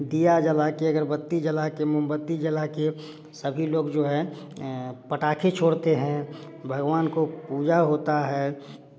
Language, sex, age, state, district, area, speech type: Hindi, male, 30-45, Bihar, Samastipur, urban, spontaneous